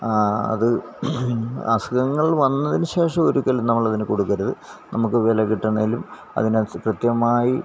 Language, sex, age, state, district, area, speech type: Malayalam, male, 45-60, Kerala, Alappuzha, rural, spontaneous